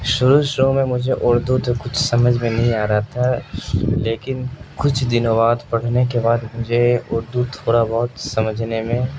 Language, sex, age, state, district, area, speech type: Urdu, male, 18-30, Bihar, Supaul, rural, spontaneous